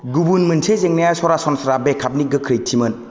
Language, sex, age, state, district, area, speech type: Bodo, male, 18-30, Assam, Kokrajhar, rural, read